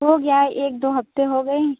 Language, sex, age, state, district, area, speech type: Hindi, female, 45-60, Uttar Pradesh, Sonbhadra, rural, conversation